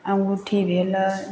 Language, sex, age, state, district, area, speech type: Maithili, female, 30-45, Bihar, Samastipur, rural, spontaneous